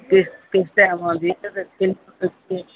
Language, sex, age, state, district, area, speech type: Punjabi, female, 60+, Punjab, Pathankot, urban, conversation